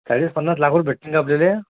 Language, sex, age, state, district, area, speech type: Marathi, male, 30-45, Maharashtra, Akola, rural, conversation